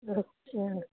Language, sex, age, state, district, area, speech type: Punjabi, female, 45-60, Punjab, Muktsar, urban, conversation